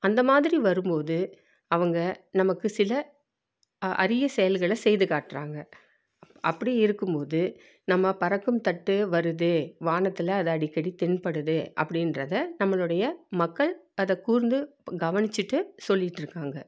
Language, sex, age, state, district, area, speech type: Tamil, female, 45-60, Tamil Nadu, Salem, rural, spontaneous